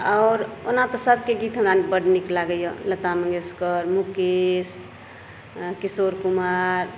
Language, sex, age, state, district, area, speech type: Maithili, female, 30-45, Bihar, Madhepura, urban, spontaneous